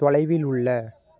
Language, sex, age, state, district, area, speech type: Tamil, male, 30-45, Tamil Nadu, Tiruvarur, rural, read